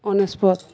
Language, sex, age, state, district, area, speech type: Odia, female, 45-60, Odisha, Balangir, urban, spontaneous